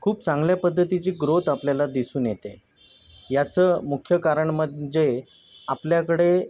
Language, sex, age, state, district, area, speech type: Marathi, male, 30-45, Maharashtra, Sindhudurg, rural, spontaneous